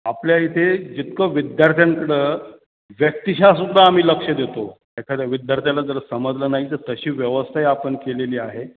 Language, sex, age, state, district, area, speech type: Marathi, male, 60+, Maharashtra, Ahmednagar, urban, conversation